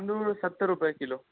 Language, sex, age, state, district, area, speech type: Marathi, male, 18-30, Maharashtra, Nanded, urban, conversation